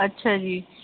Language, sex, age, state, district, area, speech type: Punjabi, female, 18-30, Punjab, Barnala, rural, conversation